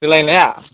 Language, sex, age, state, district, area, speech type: Bodo, male, 18-30, Assam, Kokrajhar, rural, conversation